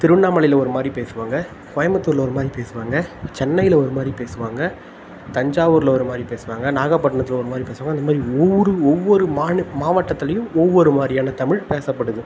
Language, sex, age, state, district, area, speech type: Tamil, male, 18-30, Tamil Nadu, Tiruvannamalai, urban, spontaneous